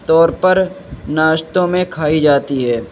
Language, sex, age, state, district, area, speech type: Urdu, male, 60+, Uttar Pradesh, Shahjahanpur, rural, spontaneous